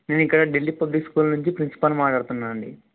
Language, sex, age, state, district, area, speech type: Telugu, male, 18-30, Telangana, Hyderabad, urban, conversation